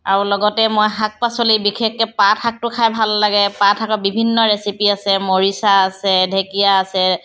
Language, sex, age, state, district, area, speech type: Assamese, female, 60+, Assam, Charaideo, urban, spontaneous